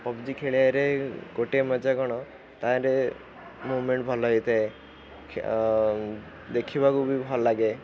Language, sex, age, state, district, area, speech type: Odia, male, 18-30, Odisha, Ganjam, urban, spontaneous